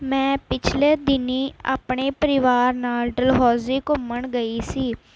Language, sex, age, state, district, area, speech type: Punjabi, female, 18-30, Punjab, Mohali, urban, spontaneous